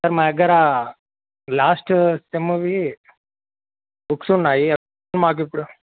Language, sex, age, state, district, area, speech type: Telugu, male, 18-30, Telangana, Yadadri Bhuvanagiri, urban, conversation